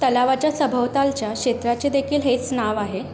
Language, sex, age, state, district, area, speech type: Marathi, female, 18-30, Maharashtra, Washim, rural, read